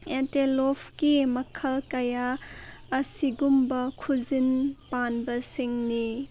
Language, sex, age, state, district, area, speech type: Manipuri, female, 30-45, Manipur, Senapati, rural, read